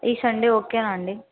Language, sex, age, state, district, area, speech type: Telugu, female, 18-30, Telangana, Sangareddy, urban, conversation